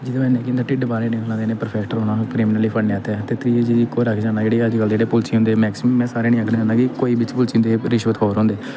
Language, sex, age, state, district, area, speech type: Dogri, male, 18-30, Jammu and Kashmir, Kathua, rural, spontaneous